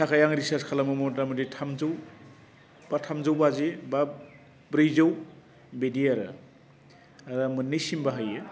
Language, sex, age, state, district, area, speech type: Bodo, male, 45-60, Assam, Baksa, rural, spontaneous